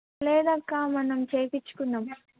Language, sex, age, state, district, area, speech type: Telugu, female, 18-30, Telangana, Vikarabad, rural, conversation